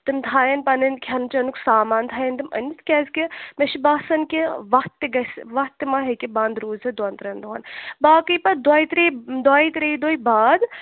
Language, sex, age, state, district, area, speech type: Kashmiri, female, 18-30, Jammu and Kashmir, Shopian, rural, conversation